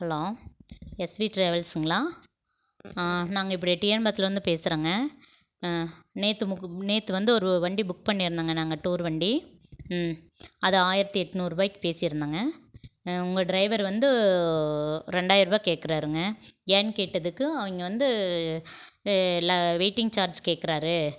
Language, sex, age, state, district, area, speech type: Tamil, female, 45-60, Tamil Nadu, Erode, rural, spontaneous